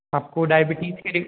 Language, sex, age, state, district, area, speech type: Hindi, male, 18-30, Rajasthan, Jodhpur, urban, conversation